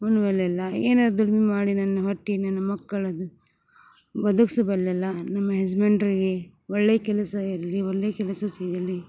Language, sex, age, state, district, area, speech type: Kannada, female, 30-45, Karnataka, Gadag, urban, spontaneous